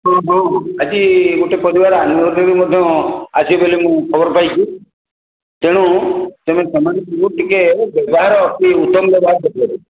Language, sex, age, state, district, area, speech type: Odia, male, 60+, Odisha, Khordha, rural, conversation